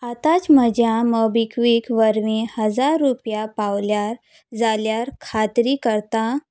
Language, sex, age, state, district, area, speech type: Goan Konkani, female, 18-30, Goa, Salcete, rural, read